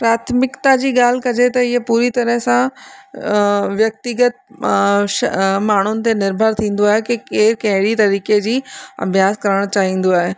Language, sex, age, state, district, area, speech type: Sindhi, female, 30-45, Rajasthan, Ajmer, urban, spontaneous